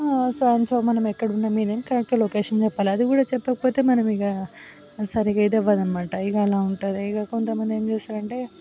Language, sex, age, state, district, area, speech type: Telugu, female, 18-30, Telangana, Vikarabad, rural, spontaneous